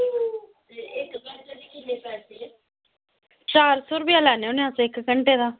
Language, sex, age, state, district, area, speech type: Dogri, female, 30-45, Jammu and Kashmir, Samba, rural, conversation